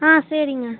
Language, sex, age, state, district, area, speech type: Tamil, male, 18-30, Tamil Nadu, Tiruchirappalli, rural, conversation